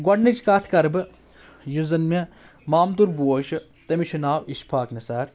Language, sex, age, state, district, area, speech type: Kashmiri, female, 18-30, Jammu and Kashmir, Anantnag, rural, spontaneous